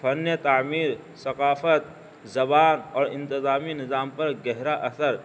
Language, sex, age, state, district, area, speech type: Urdu, male, 60+, Delhi, North East Delhi, urban, spontaneous